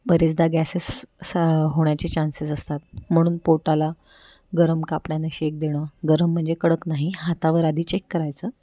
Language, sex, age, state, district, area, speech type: Marathi, female, 30-45, Maharashtra, Pune, urban, spontaneous